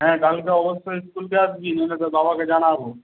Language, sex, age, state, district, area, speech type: Bengali, male, 18-30, West Bengal, Paschim Medinipur, rural, conversation